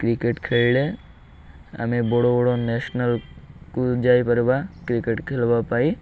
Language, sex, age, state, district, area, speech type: Odia, male, 18-30, Odisha, Malkangiri, urban, spontaneous